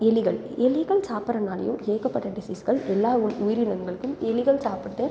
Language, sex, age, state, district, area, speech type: Tamil, female, 18-30, Tamil Nadu, Salem, urban, spontaneous